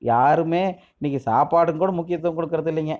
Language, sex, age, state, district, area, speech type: Tamil, male, 30-45, Tamil Nadu, Erode, rural, spontaneous